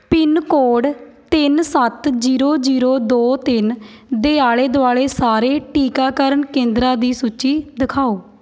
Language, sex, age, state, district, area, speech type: Punjabi, female, 18-30, Punjab, Shaheed Bhagat Singh Nagar, urban, read